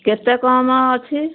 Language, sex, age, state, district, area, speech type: Odia, female, 60+, Odisha, Kendujhar, urban, conversation